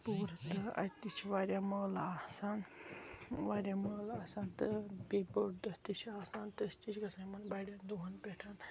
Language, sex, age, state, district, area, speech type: Kashmiri, female, 45-60, Jammu and Kashmir, Ganderbal, rural, spontaneous